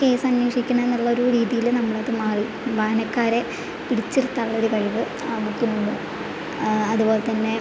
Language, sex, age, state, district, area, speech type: Malayalam, female, 18-30, Kerala, Thrissur, rural, spontaneous